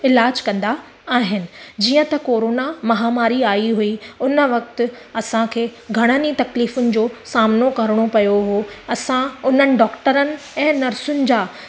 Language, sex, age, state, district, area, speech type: Sindhi, female, 30-45, Gujarat, Surat, urban, spontaneous